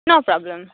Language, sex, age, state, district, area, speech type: Gujarati, female, 18-30, Gujarat, Rajkot, urban, conversation